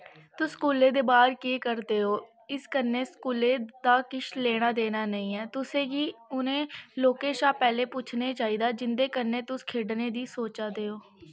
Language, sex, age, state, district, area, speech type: Dogri, female, 18-30, Jammu and Kashmir, Kathua, rural, read